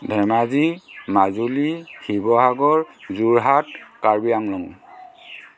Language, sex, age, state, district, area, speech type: Assamese, male, 45-60, Assam, Dhemaji, rural, spontaneous